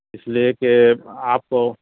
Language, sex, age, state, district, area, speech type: Urdu, female, 18-30, Bihar, Gaya, urban, conversation